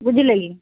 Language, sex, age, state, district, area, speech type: Odia, female, 45-60, Odisha, Sundergarh, rural, conversation